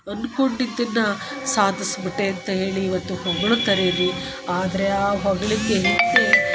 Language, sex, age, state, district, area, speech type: Kannada, female, 45-60, Karnataka, Bangalore Urban, urban, spontaneous